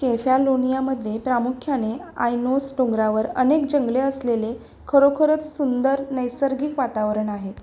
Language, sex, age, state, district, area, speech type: Marathi, female, 30-45, Maharashtra, Sangli, urban, read